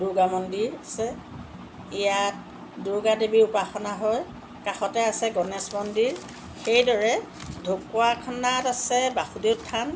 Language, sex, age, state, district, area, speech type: Assamese, female, 45-60, Assam, Lakhimpur, rural, spontaneous